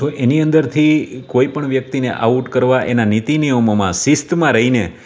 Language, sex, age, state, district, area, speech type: Gujarati, male, 30-45, Gujarat, Rajkot, urban, spontaneous